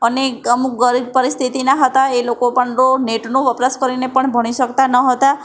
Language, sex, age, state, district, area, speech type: Gujarati, female, 18-30, Gujarat, Ahmedabad, urban, spontaneous